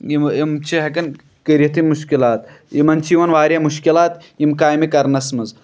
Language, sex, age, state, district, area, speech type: Kashmiri, male, 18-30, Jammu and Kashmir, Pulwama, urban, spontaneous